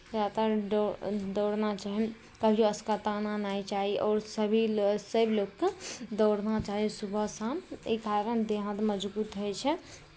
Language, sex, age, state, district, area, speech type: Maithili, female, 18-30, Bihar, Araria, rural, spontaneous